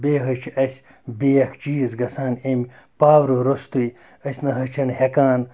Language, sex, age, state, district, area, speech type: Kashmiri, male, 30-45, Jammu and Kashmir, Bandipora, rural, spontaneous